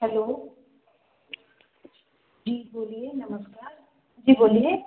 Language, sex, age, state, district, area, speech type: Hindi, female, 30-45, Madhya Pradesh, Bhopal, urban, conversation